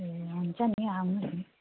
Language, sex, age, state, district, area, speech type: Nepali, female, 45-60, West Bengal, Jalpaiguri, rural, conversation